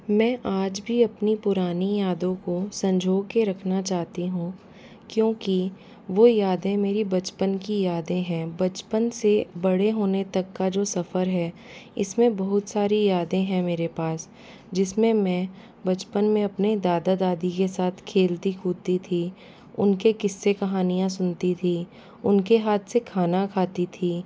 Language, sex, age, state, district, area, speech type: Hindi, female, 45-60, Rajasthan, Jaipur, urban, spontaneous